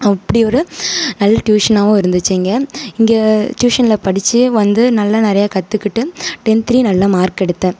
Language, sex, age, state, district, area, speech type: Tamil, female, 18-30, Tamil Nadu, Tiruvarur, urban, spontaneous